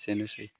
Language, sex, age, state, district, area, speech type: Bodo, male, 18-30, Assam, Udalguri, urban, spontaneous